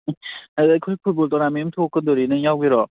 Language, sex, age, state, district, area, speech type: Manipuri, male, 18-30, Manipur, Kangpokpi, urban, conversation